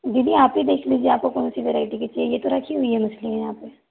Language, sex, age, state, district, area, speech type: Hindi, female, 45-60, Madhya Pradesh, Balaghat, rural, conversation